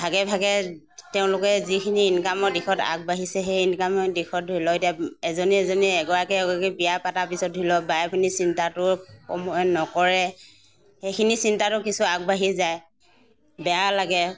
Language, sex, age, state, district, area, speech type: Assamese, female, 60+, Assam, Morigaon, rural, spontaneous